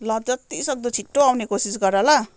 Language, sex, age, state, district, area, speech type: Nepali, female, 45-60, West Bengal, Kalimpong, rural, spontaneous